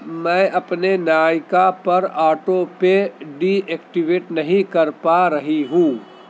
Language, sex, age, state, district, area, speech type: Urdu, male, 30-45, Delhi, Central Delhi, urban, read